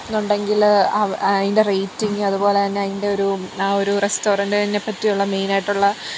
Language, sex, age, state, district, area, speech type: Malayalam, female, 18-30, Kerala, Pathanamthitta, rural, spontaneous